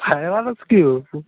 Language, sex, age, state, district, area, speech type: Malayalam, male, 18-30, Kerala, Alappuzha, rural, conversation